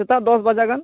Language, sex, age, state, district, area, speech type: Santali, male, 18-30, West Bengal, Purba Bardhaman, rural, conversation